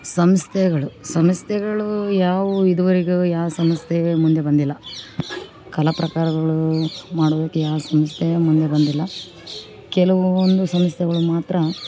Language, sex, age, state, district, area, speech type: Kannada, female, 45-60, Karnataka, Vijayanagara, rural, spontaneous